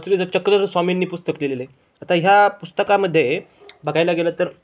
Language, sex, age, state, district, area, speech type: Marathi, male, 18-30, Maharashtra, Ahmednagar, urban, spontaneous